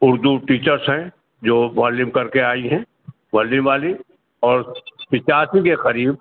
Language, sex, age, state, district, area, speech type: Urdu, male, 60+, Uttar Pradesh, Rampur, urban, conversation